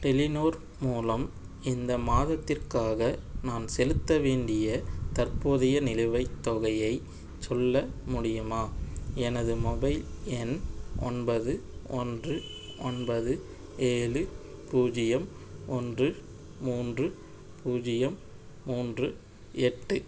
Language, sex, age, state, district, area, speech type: Tamil, male, 18-30, Tamil Nadu, Madurai, urban, read